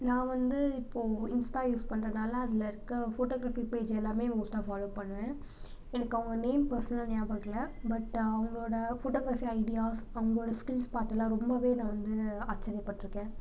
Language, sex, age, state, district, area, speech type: Tamil, female, 18-30, Tamil Nadu, Namakkal, rural, spontaneous